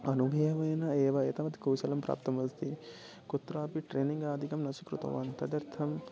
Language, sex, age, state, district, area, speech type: Sanskrit, male, 18-30, Odisha, Bhadrak, rural, spontaneous